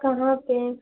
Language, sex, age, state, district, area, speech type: Hindi, female, 18-30, Uttar Pradesh, Azamgarh, urban, conversation